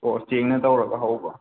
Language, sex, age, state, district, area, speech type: Manipuri, male, 18-30, Manipur, Kakching, rural, conversation